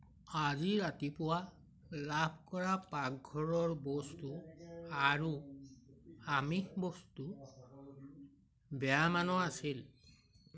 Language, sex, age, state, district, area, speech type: Assamese, male, 60+, Assam, Majuli, urban, read